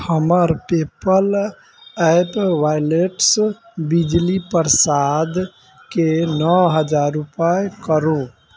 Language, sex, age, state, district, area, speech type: Maithili, male, 18-30, Bihar, Sitamarhi, rural, read